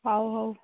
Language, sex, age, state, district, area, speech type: Odia, female, 18-30, Odisha, Kendrapara, urban, conversation